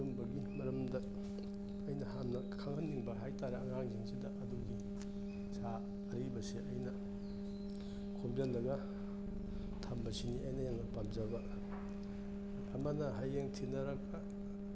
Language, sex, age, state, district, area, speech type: Manipuri, male, 60+, Manipur, Imphal East, urban, spontaneous